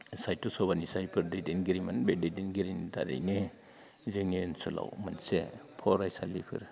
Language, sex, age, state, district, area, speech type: Bodo, male, 45-60, Assam, Udalguri, rural, spontaneous